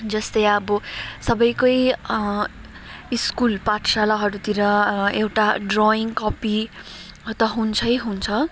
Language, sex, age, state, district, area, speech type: Nepali, female, 30-45, West Bengal, Kalimpong, rural, spontaneous